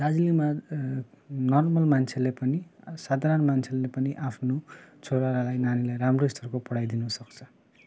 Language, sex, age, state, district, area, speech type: Nepali, male, 18-30, West Bengal, Darjeeling, rural, spontaneous